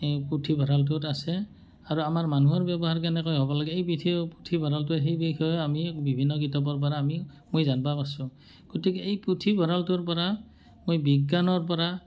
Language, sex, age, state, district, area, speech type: Assamese, male, 45-60, Assam, Barpeta, rural, spontaneous